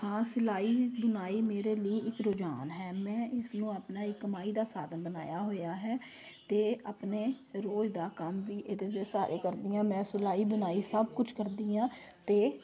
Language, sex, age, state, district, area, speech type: Punjabi, female, 30-45, Punjab, Kapurthala, urban, spontaneous